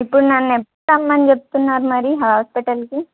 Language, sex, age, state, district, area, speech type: Telugu, female, 18-30, Telangana, Kamareddy, urban, conversation